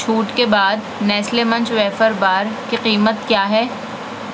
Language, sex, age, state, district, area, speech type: Urdu, female, 18-30, Delhi, South Delhi, urban, read